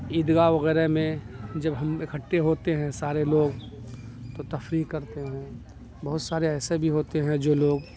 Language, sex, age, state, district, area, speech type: Urdu, male, 45-60, Bihar, Khagaria, rural, spontaneous